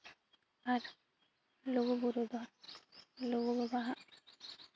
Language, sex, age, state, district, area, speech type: Santali, female, 18-30, Jharkhand, Seraikela Kharsawan, rural, spontaneous